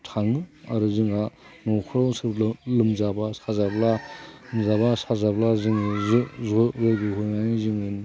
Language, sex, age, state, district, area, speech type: Bodo, male, 45-60, Assam, Udalguri, rural, spontaneous